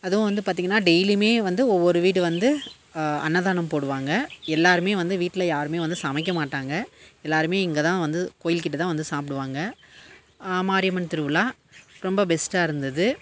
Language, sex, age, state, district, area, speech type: Tamil, female, 30-45, Tamil Nadu, Dharmapuri, rural, spontaneous